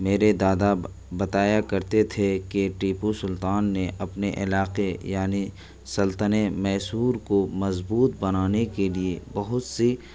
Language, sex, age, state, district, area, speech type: Urdu, male, 18-30, Delhi, New Delhi, rural, spontaneous